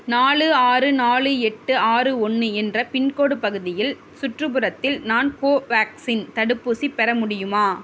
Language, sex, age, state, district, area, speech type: Tamil, female, 18-30, Tamil Nadu, Tiruvarur, rural, read